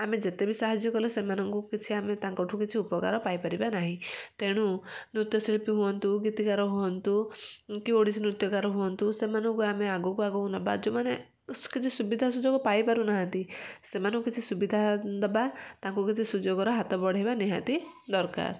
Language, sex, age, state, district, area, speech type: Odia, female, 45-60, Odisha, Kendujhar, urban, spontaneous